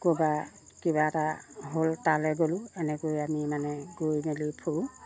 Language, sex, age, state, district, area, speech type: Assamese, female, 60+, Assam, Lakhimpur, rural, spontaneous